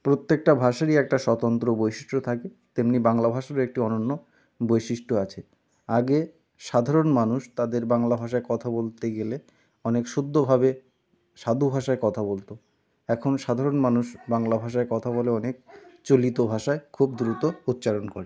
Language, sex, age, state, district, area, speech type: Bengali, male, 30-45, West Bengal, North 24 Parganas, rural, spontaneous